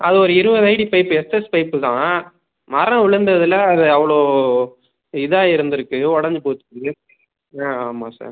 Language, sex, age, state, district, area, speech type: Tamil, male, 18-30, Tamil Nadu, Pudukkottai, rural, conversation